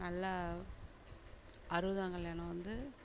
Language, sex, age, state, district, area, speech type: Tamil, female, 60+, Tamil Nadu, Mayiladuthurai, rural, spontaneous